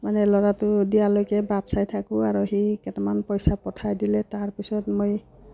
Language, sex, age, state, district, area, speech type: Assamese, female, 45-60, Assam, Udalguri, rural, spontaneous